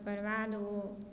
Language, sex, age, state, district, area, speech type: Maithili, female, 45-60, Bihar, Darbhanga, rural, spontaneous